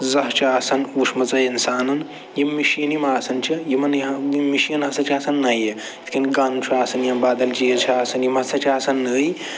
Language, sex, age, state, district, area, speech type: Kashmiri, male, 45-60, Jammu and Kashmir, Budgam, urban, spontaneous